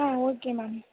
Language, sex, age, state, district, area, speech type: Tamil, female, 18-30, Tamil Nadu, Thanjavur, urban, conversation